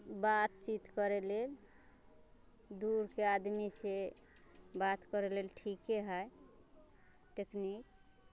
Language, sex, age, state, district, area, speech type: Maithili, female, 18-30, Bihar, Muzaffarpur, rural, spontaneous